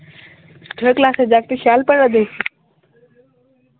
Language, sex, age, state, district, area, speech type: Dogri, male, 45-60, Jammu and Kashmir, Udhampur, urban, conversation